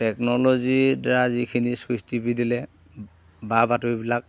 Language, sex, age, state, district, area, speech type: Assamese, male, 45-60, Assam, Dhemaji, urban, spontaneous